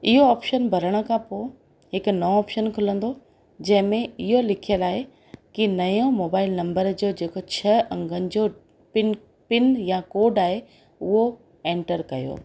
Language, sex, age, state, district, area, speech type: Sindhi, female, 45-60, Rajasthan, Ajmer, urban, spontaneous